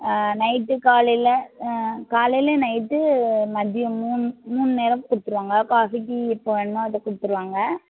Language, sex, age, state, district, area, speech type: Tamil, female, 18-30, Tamil Nadu, Tirunelveli, urban, conversation